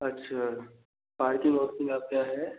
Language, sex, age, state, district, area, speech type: Hindi, male, 18-30, Uttar Pradesh, Bhadohi, rural, conversation